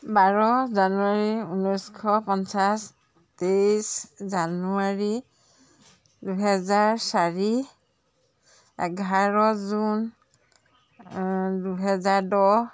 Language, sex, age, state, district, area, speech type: Assamese, female, 45-60, Assam, Jorhat, urban, spontaneous